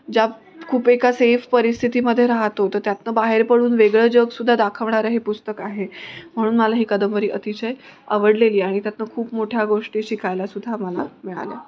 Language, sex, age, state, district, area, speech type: Marathi, female, 30-45, Maharashtra, Nanded, rural, spontaneous